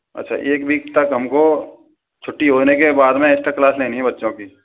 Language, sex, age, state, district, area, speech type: Hindi, male, 60+, Rajasthan, Karauli, rural, conversation